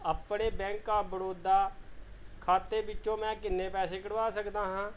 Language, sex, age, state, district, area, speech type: Punjabi, male, 45-60, Punjab, Pathankot, rural, read